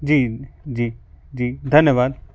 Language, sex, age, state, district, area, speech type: Hindi, male, 45-60, Madhya Pradesh, Bhopal, urban, spontaneous